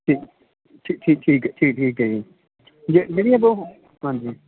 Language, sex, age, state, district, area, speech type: Punjabi, male, 45-60, Punjab, Barnala, rural, conversation